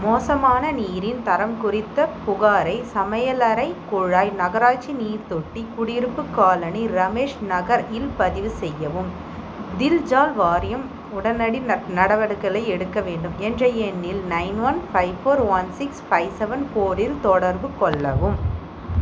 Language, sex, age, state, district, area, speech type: Tamil, female, 30-45, Tamil Nadu, Vellore, urban, read